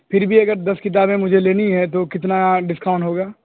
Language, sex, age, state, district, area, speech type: Urdu, male, 18-30, Bihar, Purnia, rural, conversation